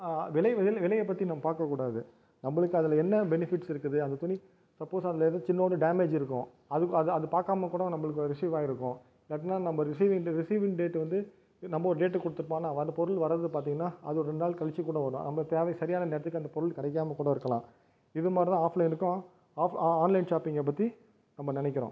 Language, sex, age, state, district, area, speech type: Tamil, male, 30-45, Tamil Nadu, Viluppuram, urban, spontaneous